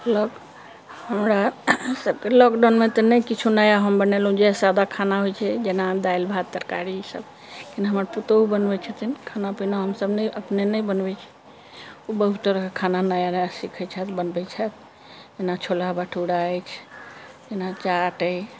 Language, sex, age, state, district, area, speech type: Maithili, female, 60+, Bihar, Sitamarhi, rural, spontaneous